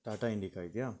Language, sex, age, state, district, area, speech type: Kannada, male, 30-45, Karnataka, Shimoga, rural, spontaneous